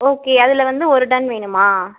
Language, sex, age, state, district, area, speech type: Tamil, female, 30-45, Tamil Nadu, Nagapattinam, rural, conversation